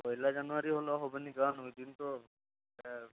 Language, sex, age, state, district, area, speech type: Bengali, male, 30-45, West Bengal, South 24 Parganas, rural, conversation